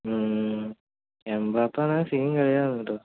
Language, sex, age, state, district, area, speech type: Malayalam, male, 18-30, Kerala, Palakkad, urban, conversation